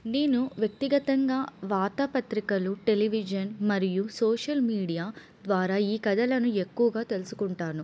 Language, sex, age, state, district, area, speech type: Telugu, female, 18-30, Telangana, Adilabad, urban, spontaneous